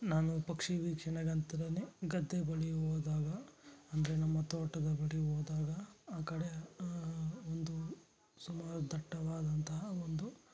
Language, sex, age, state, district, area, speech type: Kannada, male, 60+, Karnataka, Kolar, rural, spontaneous